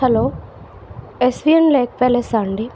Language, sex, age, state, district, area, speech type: Telugu, female, 60+, Andhra Pradesh, Vizianagaram, rural, spontaneous